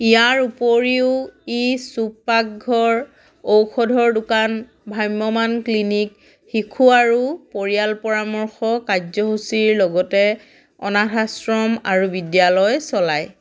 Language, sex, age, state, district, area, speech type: Assamese, female, 30-45, Assam, Dhemaji, rural, read